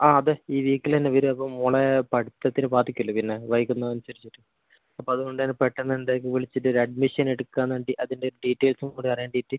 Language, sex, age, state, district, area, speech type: Malayalam, male, 18-30, Kerala, Kozhikode, urban, conversation